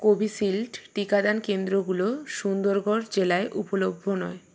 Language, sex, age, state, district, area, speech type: Bengali, female, 60+, West Bengal, Purba Bardhaman, urban, read